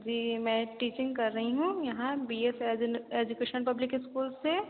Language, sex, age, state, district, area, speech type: Hindi, female, 30-45, Uttar Pradesh, Sitapur, rural, conversation